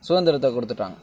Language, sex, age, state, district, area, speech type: Tamil, male, 60+, Tamil Nadu, Mayiladuthurai, rural, spontaneous